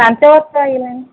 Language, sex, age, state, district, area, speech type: Odia, female, 30-45, Odisha, Sundergarh, urban, conversation